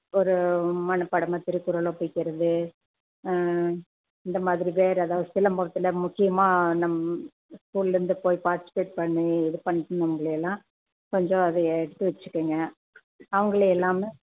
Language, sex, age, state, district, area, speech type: Tamil, female, 60+, Tamil Nadu, Erode, urban, conversation